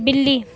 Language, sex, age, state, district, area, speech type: Hindi, female, 18-30, Uttar Pradesh, Azamgarh, rural, read